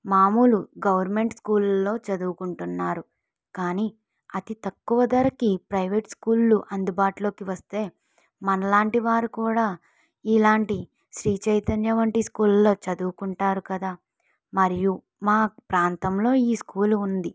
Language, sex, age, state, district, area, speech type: Telugu, female, 45-60, Andhra Pradesh, Kakinada, rural, spontaneous